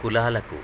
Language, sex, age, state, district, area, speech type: Telugu, male, 45-60, Andhra Pradesh, Nellore, urban, spontaneous